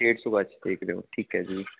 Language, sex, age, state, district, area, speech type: Punjabi, male, 30-45, Punjab, Mansa, urban, conversation